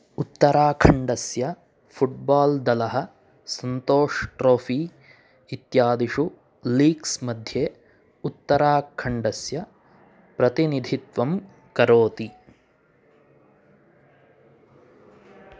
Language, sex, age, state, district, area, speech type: Sanskrit, male, 18-30, Karnataka, Chikkamagaluru, urban, read